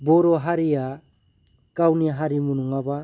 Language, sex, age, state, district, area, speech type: Bodo, male, 30-45, Assam, Kokrajhar, rural, spontaneous